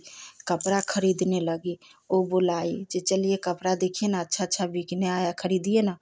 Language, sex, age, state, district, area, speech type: Hindi, female, 30-45, Bihar, Samastipur, rural, spontaneous